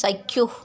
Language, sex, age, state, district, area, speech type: Assamese, female, 30-45, Assam, Charaideo, urban, read